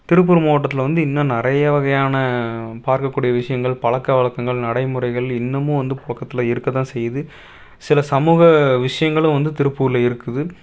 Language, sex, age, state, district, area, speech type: Tamil, male, 18-30, Tamil Nadu, Tiruppur, rural, spontaneous